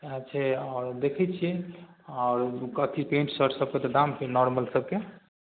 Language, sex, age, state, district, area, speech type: Maithili, male, 30-45, Bihar, Madhubani, rural, conversation